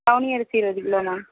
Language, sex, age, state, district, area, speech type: Tamil, female, 18-30, Tamil Nadu, Perambalur, rural, conversation